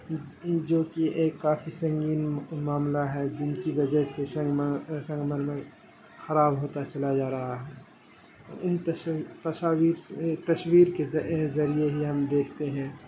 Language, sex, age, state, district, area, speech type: Urdu, male, 18-30, Bihar, Saharsa, rural, spontaneous